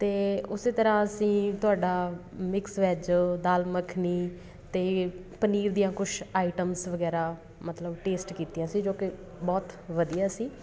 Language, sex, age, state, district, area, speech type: Punjabi, female, 30-45, Punjab, Patiala, urban, spontaneous